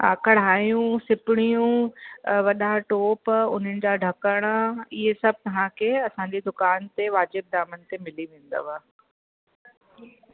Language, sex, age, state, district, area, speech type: Sindhi, female, 30-45, Uttar Pradesh, Lucknow, urban, conversation